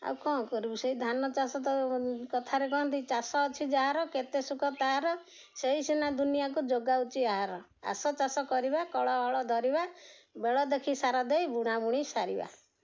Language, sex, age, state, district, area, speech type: Odia, female, 60+, Odisha, Jagatsinghpur, rural, spontaneous